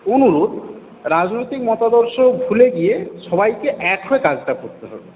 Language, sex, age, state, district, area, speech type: Bengali, male, 45-60, West Bengal, Paschim Medinipur, rural, conversation